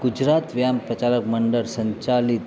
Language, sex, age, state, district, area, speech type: Gujarati, male, 30-45, Gujarat, Narmada, urban, spontaneous